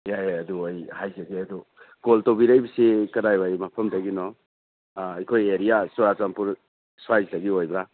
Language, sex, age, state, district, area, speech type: Manipuri, male, 45-60, Manipur, Churachandpur, rural, conversation